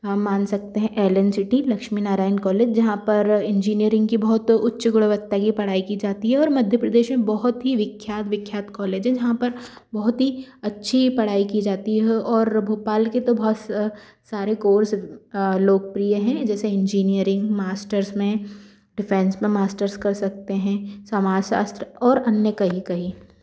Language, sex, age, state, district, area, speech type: Hindi, female, 60+, Madhya Pradesh, Bhopal, urban, spontaneous